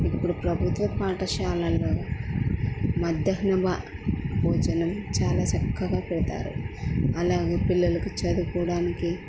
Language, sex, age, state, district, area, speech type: Telugu, female, 30-45, Andhra Pradesh, Kurnool, rural, spontaneous